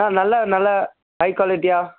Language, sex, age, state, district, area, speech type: Tamil, male, 18-30, Tamil Nadu, Tiruvannamalai, rural, conversation